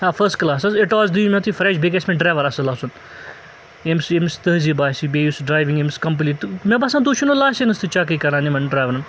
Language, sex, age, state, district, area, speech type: Kashmiri, male, 30-45, Jammu and Kashmir, Srinagar, urban, spontaneous